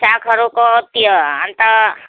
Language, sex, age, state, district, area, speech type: Nepali, female, 60+, West Bengal, Kalimpong, rural, conversation